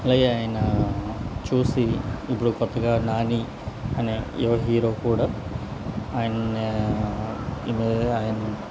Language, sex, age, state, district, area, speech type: Telugu, male, 30-45, Andhra Pradesh, Anakapalli, rural, spontaneous